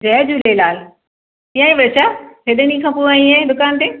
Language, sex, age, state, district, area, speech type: Sindhi, female, 60+, Maharashtra, Mumbai Suburban, urban, conversation